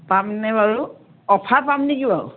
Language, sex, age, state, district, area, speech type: Assamese, female, 60+, Assam, Dhemaji, rural, conversation